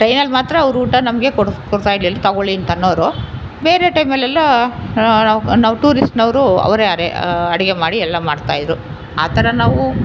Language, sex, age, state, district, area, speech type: Kannada, female, 60+, Karnataka, Chamarajanagar, urban, spontaneous